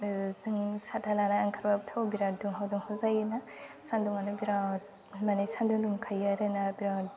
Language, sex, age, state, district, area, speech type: Bodo, female, 18-30, Assam, Udalguri, rural, spontaneous